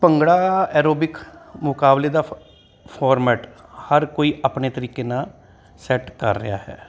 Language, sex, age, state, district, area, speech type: Punjabi, male, 30-45, Punjab, Jalandhar, urban, spontaneous